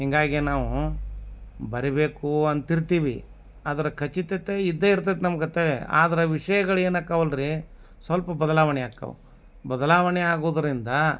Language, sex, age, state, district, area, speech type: Kannada, male, 60+, Karnataka, Bagalkot, rural, spontaneous